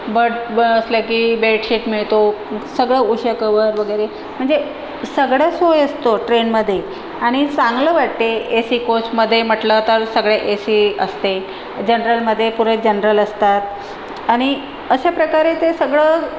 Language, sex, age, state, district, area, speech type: Marathi, female, 45-60, Maharashtra, Nagpur, urban, spontaneous